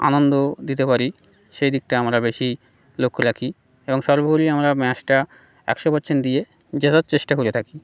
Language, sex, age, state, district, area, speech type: Bengali, male, 30-45, West Bengal, Birbhum, urban, spontaneous